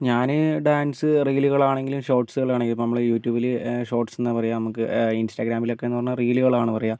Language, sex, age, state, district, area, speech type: Malayalam, male, 30-45, Kerala, Wayanad, rural, spontaneous